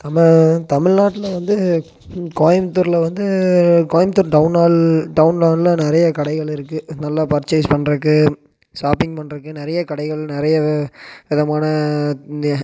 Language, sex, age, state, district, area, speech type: Tamil, male, 18-30, Tamil Nadu, Coimbatore, urban, spontaneous